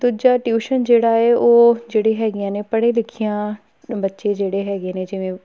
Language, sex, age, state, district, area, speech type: Punjabi, female, 18-30, Punjab, Tarn Taran, rural, spontaneous